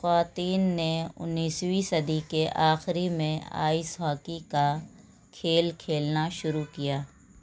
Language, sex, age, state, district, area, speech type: Urdu, female, 18-30, Uttar Pradesh, Lucknow, urban, read